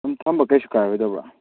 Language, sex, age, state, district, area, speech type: Manipuri, male, 18-30, Manipur, Kakching, rural, conversation